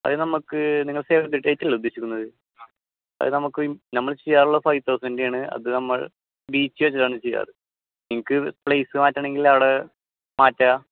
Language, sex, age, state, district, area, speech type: Malayalam, male, 18-30, Kerala, Thrissur, urban, conversation